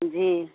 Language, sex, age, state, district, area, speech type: Hindi, female, 30-45, Bihar, Samastipur, urban, conversation